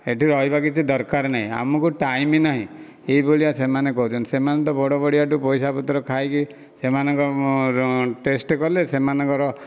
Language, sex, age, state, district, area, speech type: Odia, male, 45-60, Odisha, Dhenkanal, rural, spontaneous